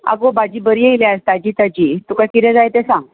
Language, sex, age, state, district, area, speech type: Goan Konkani, female, 45-60, Goa, Bardez, rural, conversation